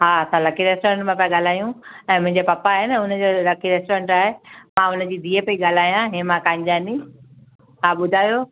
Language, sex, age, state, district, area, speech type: Sindhi, female, 60+, Gujarat, Kutch, urban, conversation